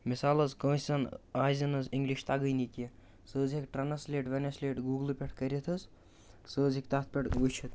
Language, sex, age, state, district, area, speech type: Kashmiri, male, 18-30, Jammu and Kashmir, Bandipora, rural, spontaneous